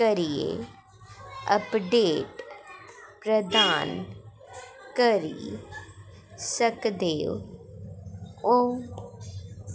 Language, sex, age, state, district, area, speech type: Dogri, female, 30-45, Jammu and Kashmir, Jammu, urban, read